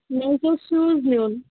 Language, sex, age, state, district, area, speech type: Kashmiri, female, 18-30, Jammu and Kashmir, Budgam, rural, conversation